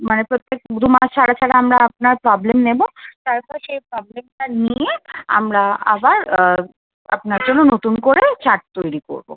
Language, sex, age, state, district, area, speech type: Bengali, female, 18-30, West Bengal, Kolkata, urban, conversation